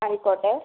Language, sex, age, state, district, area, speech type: Malayalam, female, 45-60, Kerala, Kozhikode, urban, conversation